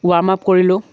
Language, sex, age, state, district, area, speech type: Assamese, male, 18-30, Assam, Lakhimpur, urban, spontaneous